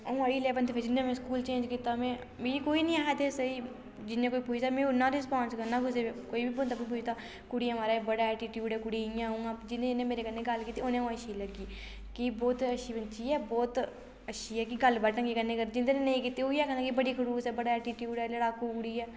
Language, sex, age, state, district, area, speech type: Dogri, female, 18-30, Jammu and Kashmir, Reasi, rural, spontaneous